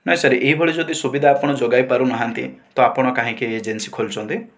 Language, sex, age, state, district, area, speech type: Odia, male, 18-30, Odisha, Kandhamal, rural, spontaneous